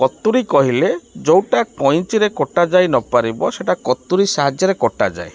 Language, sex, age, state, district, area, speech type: Odia, male, 30-45, Odisha, Kendrapara, urban, spontaneous